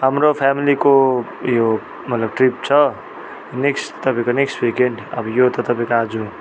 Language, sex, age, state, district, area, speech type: Nepali, male, 30-45, West Bengal, Darjeeling, rural, spontaneous